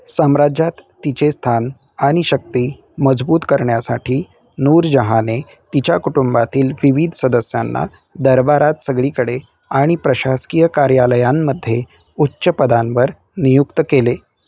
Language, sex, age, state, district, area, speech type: Marathi, male, 30-45, Maharashtra, Osmanabad, rural, read